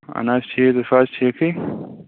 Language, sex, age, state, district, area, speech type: Kashmiri, male, 18-30, Jammu and Kashmir, Anantnag, rural, conversation